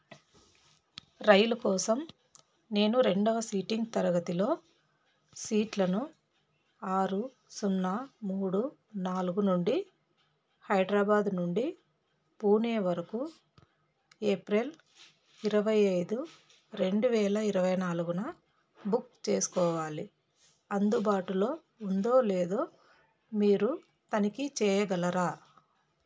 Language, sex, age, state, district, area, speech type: Telugu, female, 45-60, Telangana, Peddapalli, urban, read